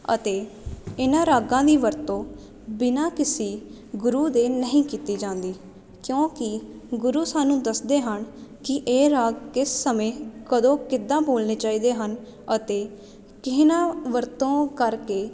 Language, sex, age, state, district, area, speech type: Punjabi, female, 18-30, Punjab, Jalandhar, urban, spontaneous